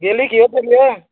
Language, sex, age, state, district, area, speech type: Assamese, male, 30-45, Assam, Barpeta, rural, conversation